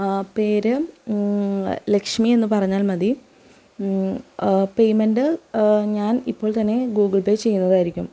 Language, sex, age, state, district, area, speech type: Malayalam, female, 18-30, Kerala, Thrissur, rural, spontaneous